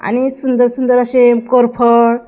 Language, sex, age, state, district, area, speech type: Marathi, female, 30-45, Maharashtra, Thane, urban, spontaneous